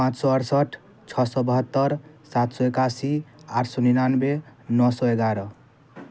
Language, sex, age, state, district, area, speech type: Maithili, male, 18-30, Bihar, Darbhanga, rural, spontaneous